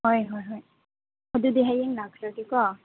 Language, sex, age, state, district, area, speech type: Manipuri, female, 18-30, Manipur, Chandel, rural, conversation